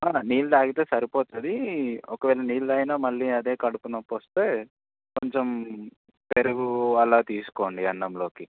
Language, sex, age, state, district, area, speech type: Telugu, male, 18-30, Telangana, Hanamkonda, urban, conversation